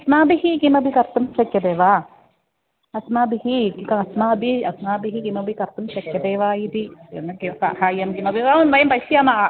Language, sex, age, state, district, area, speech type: Sanskrit, female, 45-60, Kerala, Kottayam, rural, conversation